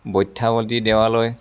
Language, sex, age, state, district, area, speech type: Assamese, male, 30-45, Assam, Lakhimpur, rural, spontaneous